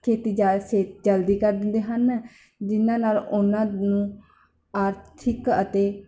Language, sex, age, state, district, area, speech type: Punjabi, female, 18-30, Punjab, Barnala, urban, spontaneous